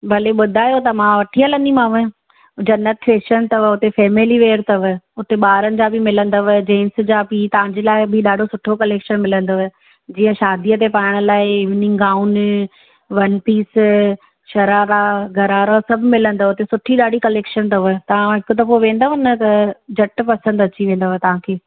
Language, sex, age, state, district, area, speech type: Sindhi, female, 30-45, Gujarat, Surat, urban, conversation